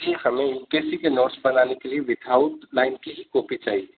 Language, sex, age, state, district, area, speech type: Urdu, male, 30-45, Delhi, North East Delhi, urban, conversation